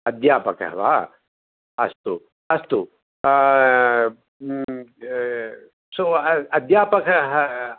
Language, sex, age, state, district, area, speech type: Sanskrit, male, 60+, Tamil Nadu, Coimbatore, urban, conversation